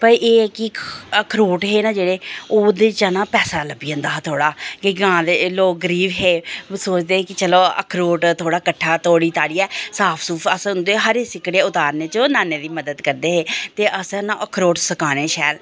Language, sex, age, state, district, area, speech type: Dogri, female, 45-60, Jammu and Kashmir, Reasi, urban, spontaneous